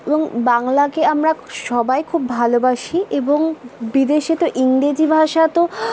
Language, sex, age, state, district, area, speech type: Bengali, female, 18-30, West Bengal, Bankura, urban, spontaneous